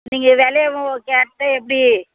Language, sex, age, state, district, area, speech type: Tamil, female, 45-60, Tamil Nadu, Tirupattur, rural, conversation